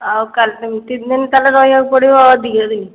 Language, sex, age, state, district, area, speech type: Odia, female, 30-45, Odisha, Khordha, rural, conversation